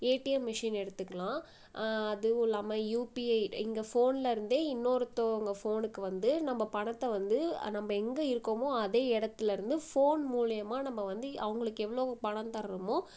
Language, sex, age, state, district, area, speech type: Tamil, female, 18-30, Tamil Nadu, Viluppuram, rural, spontaneous